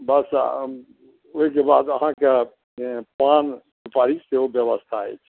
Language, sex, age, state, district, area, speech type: Maithili, male, 45-60, Bihar, Supaul, rural, conversation